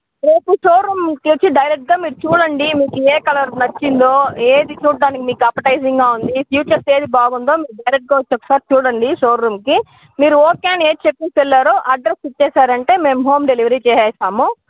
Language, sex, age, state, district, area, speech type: Telugu, female, 30-45, Andhra Pradesh, Sri Balaji, rural, conversation